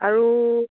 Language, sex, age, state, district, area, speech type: Assamese, female, 45-60, Assam, Dibrugarh, rural, conversation